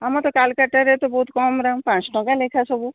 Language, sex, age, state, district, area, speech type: Odia, female, 60+, Odisha, Gajapati, rural, conversation